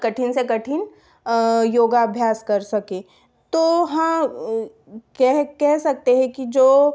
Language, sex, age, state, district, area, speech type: Hindi, female, 18-30, Madhya Pradesh, Betul, urban, spontaneous